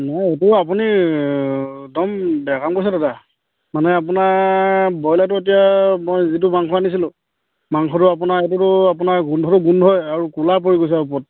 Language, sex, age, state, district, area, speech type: Assamese, male, 30-45, Assam, Charaideo, rural, conversation